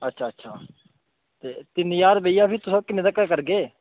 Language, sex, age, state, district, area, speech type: Dogri, male, 18-30, Jammu and Kashmir, Kathua, rural, conversation